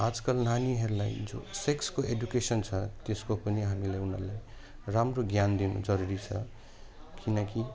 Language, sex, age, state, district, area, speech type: Nepali, male, 30-45, West Bengal, Alipurduar, urban, spontaneous